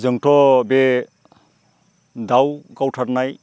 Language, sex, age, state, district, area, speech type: Bodo, male, 45-60, Assam, Baksa, rural, spontaneous